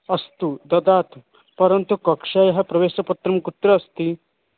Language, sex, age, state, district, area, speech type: Sanskrit, male, 18-30, Odisha, Puri, rural, conversation